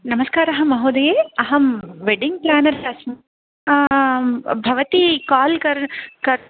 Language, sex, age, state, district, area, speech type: Sanskrit, female, 30-45, Andhra Pradesh, Krishna, urban, conversation